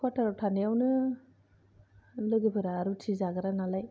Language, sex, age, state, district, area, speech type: Bodo, female, 45-60, Assam, Kokrajhar, urban, spontaneous